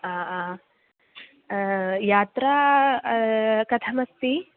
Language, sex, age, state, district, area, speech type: Sanskrit, female, 18-30, Kerala, Malappuram, rural, conversation